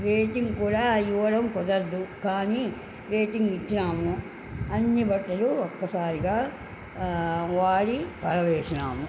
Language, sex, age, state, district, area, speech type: Telugu, female, 60+, Andhra Pradesh, Nellore, urban, spontaneous